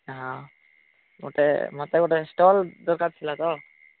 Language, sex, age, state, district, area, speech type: Odia, male, 18-30, Odisha, Nabarangpur, urban, conversation